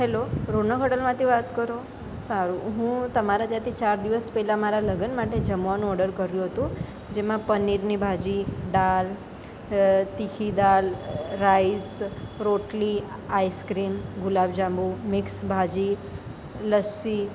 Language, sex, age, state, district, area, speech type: Gujarati, female, 30-45, Gujarat, Ahmedabad, urban, spontaneous